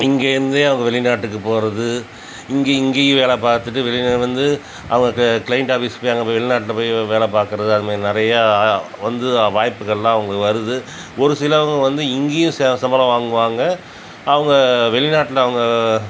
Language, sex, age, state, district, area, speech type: Tamil, male, 45-60, Tamil Nadu, Cuddalore, rural, spontaneous